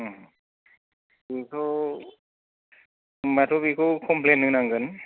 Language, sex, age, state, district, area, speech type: Bodo, male, 30-45, Assam, Kokrajhar, rural, conversation